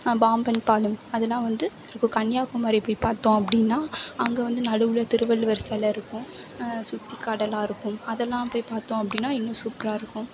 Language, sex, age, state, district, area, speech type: Tamil, female, 18-30, Tamil Nadu, Mayiladuthurai, urban, spontaneous